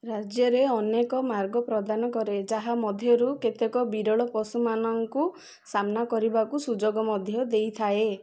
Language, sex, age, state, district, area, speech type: Odia, female, 30-45, Odisha, Ganjam, urban, read